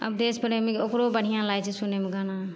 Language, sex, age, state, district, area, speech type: Maithili, female, 18-30, Bihar, Madhepura, rural, spontaneous